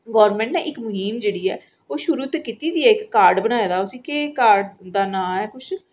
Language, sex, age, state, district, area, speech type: Dogri, female, 45-60, Jammu and Kashmir, Reasi, urban, spontaneous